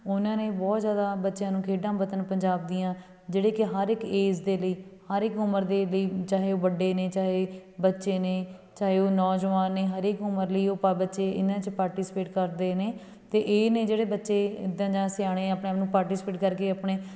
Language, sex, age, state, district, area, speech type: Punjabi, female, 30-45, Punjab, Fatehgarh Sahib, urban, spontaneous